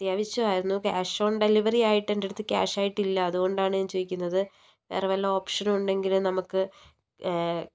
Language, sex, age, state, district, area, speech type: Malayalam, female, 18-30, Kerala, Kozhikode, urban, spontaneous